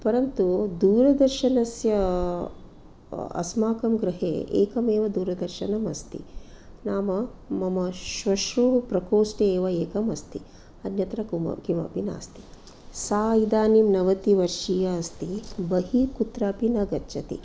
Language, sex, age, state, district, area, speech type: Sanskrit, female, 45-60, Karnataka, Dakshina Kannada, urban, spontaneous